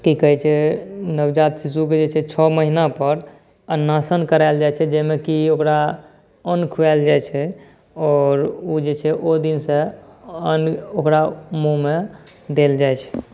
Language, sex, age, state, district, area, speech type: Maithili, male, 18-30, Bihar, Saharsa, urban, spontaneous